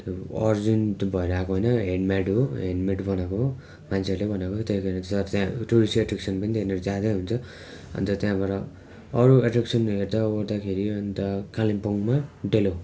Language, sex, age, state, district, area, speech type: Nepali, male, 18-30, West Bengal, Darjeeling, rural, spontaneous